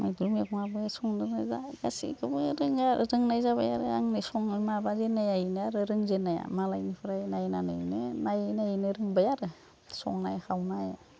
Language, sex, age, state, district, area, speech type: Bodo, female, 45-60, Assam, Udalguri, rural, spontaneous